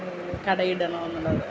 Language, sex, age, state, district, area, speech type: Malayalam, female, 45-60, Kerala, Kottayam, rural, spontaneous